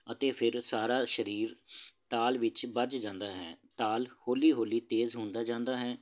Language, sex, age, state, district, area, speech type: Punjabi, male, 30-45, Punjab, Jalandhar, urban, spontaneous